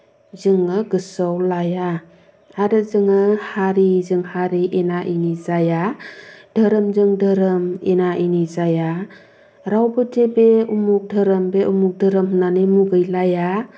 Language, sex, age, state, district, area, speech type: Bodo, female, 30-45, Assam, Kokrajhar, urban, spontaneous